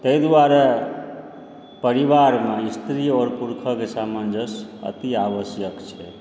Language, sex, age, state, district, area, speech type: Maithili, male, 45-60, Bihar, Supaul, urban, spontaneous